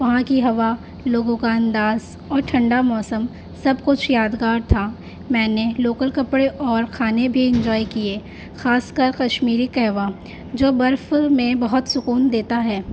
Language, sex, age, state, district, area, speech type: Urdu, female, 18-30, Delhi, North East Delhi, urban, spontaneous